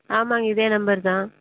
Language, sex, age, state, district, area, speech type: Tamil, female, 30-45, Tamil Nadu, Erode, rural, conversation